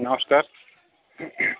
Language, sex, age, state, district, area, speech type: Odia, male, 45-60, Odisha, Sambalpur, rural, conversation